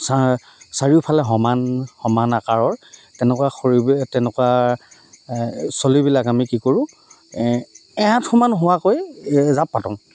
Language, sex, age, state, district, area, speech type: Assamese, male, 30-45, Assam, Dhemaji, rural, spontaneous